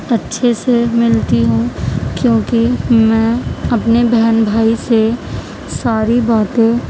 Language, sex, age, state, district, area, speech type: Urdu, female, 18-30, Uttar Pradesh, Gautam Buddha Nagar, rural, spontaneous